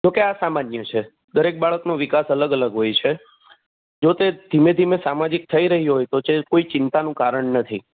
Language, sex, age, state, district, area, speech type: Gujarati, male, 30-45, Gujarat, Kheda, urban, conversation